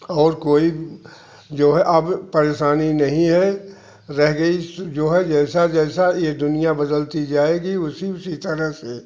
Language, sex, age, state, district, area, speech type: Hindi, male, 60+, Uttar Pradesh, Jaunpur, rural, spontaneous